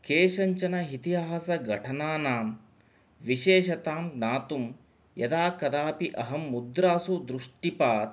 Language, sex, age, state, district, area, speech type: Sanskrit, male, 45-60, Karnataka, Chamarajanagar, urban, spontaneous